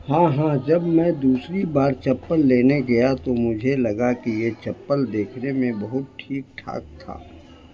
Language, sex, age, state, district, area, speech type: Urdu, male, 60+, Bihar, Gaya, urban, spontaneous